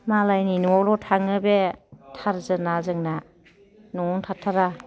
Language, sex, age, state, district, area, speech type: Bodo, female, 45-60, Assam, Chirang, rural, spontaneous